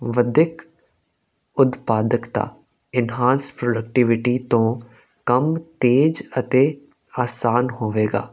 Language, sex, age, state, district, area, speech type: Punjabi, male, 18-30, Punjab, Kapurthala, urban, spontaneous